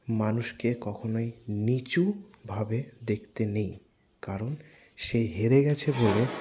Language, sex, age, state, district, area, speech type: Bengali, male, 60+, West Bengal, Paschim Bardhaman, urban, spontaneous